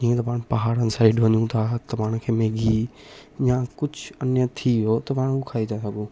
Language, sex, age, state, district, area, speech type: Sindhi, male, 18-30, Gujarat, Kutch, rural, spontaneous